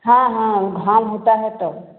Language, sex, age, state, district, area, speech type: Hindi, female, 60+, Uttar Pradesh, Varanasi, rural, conversation